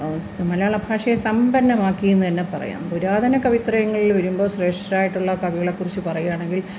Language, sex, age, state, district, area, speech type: Malayalam, female, 60+, Kerala, Thiruvananthapuram, urban, spontaneous